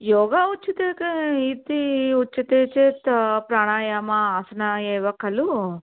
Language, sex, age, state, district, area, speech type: Sanskrit, female, 45-60, Karnataka, Mysore, urban, conversation